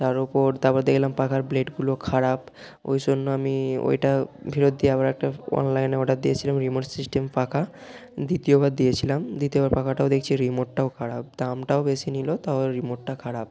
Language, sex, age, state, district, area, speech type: Bengali, male, 30-45, West Bengal, Bankura, urban, spontaneous